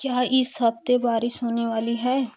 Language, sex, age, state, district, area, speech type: Hindi, female, 18-30, Uttar Pradesh, Jaunpur, urban, read